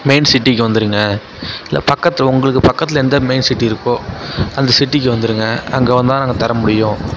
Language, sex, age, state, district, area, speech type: Tamil, male, 18-30, Tamil Nadu, Mayiladuthurai, rural, spontaneous